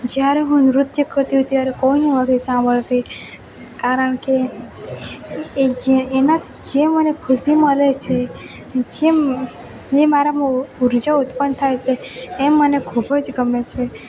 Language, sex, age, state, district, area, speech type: Gujarati, female, 18-30, Gujarat, Valsad, rural, spontaneous